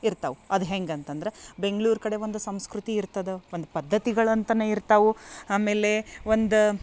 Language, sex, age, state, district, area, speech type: Kannada, female, 30-45, Karnataka, Dharwad, rural, spontaneous